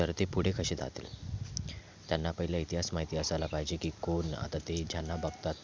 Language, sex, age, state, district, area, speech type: Marathi, male, 30-45, Maharashtra, Thane, urban, spontaneous